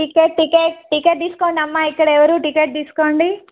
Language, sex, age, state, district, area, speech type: Telugu, female, 30-45, Telangana, Suryapet, urban, conversation